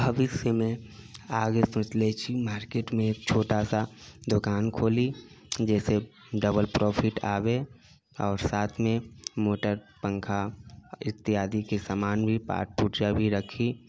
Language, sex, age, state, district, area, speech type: Maithili, male, 45-60, Bihar, Sitamarhi, rural, spontaneous